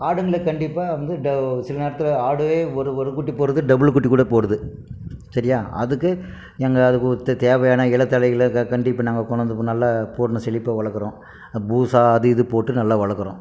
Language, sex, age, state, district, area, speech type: Tamil, male, 60+, Tamil Nadu, Krishnagiri, rural, spontaneous